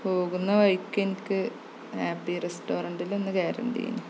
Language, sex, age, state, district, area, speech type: Malayalam, female, 30-45, Kerala, Malappuram, rural, spontaneous